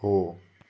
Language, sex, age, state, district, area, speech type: Nepali, male, 30-45, West Bengal, Kalimpong, rural, read